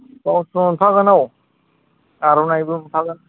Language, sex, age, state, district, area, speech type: Bodo, male, 18-30, Assam, Kokrajhar, rural, conversation